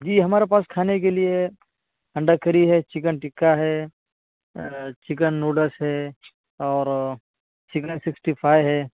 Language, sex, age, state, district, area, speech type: Urdu, male, 18-30, Uttar Pradesh, Saharanpur, urban, conversation